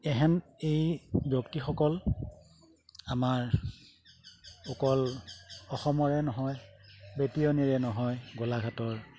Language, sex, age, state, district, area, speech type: Assamese, male, 60+, Assam, Golaghat, urban, spontaneous